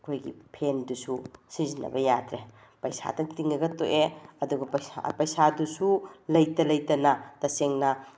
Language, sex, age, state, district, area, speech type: Manipuri, female, 45-60, Manipur, Bishnupur, urban, spontaneous